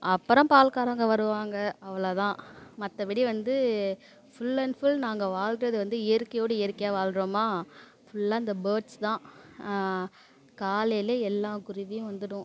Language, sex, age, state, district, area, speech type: Tamil, female, 30-45, Tamil Nadu, Thanjavur, rural, spontaneous